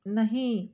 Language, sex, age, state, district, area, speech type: Hindi, female, 30-45, Rajasthan, Jaipur, urban, read